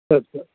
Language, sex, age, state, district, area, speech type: Tamil, male, 60+, Tamil Nadu, Salem, urban, conversation